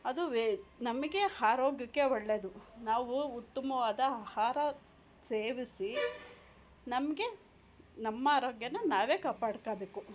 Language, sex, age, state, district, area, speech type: Kannada, female, 45-60, Karnataka, Hassan, urban, spontaneous